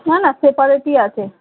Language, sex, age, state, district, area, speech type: Bengali, female, 45-60, West Bengal, Kolkata, urban, conversation